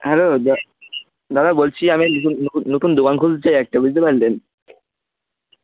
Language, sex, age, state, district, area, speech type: Bengali, male, 18-30, West Bengal, Howrah, urban, conversation